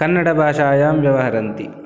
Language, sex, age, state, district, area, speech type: Sanskrit, male, 18-30, Karnataka, Uttara Kannada, rural, spontaneous